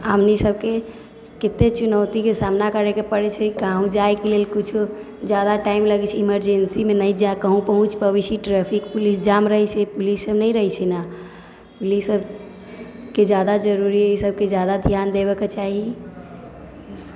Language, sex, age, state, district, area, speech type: Maithili, female, 18-30, Bihar, Sitamarhi, rural, spontaneous